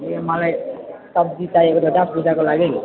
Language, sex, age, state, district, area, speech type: Nepali, male, 18-30, West Bengal, Alipurduar, urban, conversation